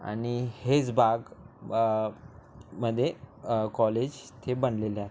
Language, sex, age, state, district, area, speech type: Marathi, male, 18-30, Maharashtra, Nagpur, urban, spontaneous